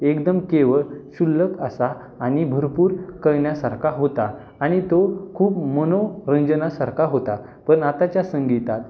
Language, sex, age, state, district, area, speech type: Marathi, male, 18-30, Maharashtra, Pune, urban, spontaneous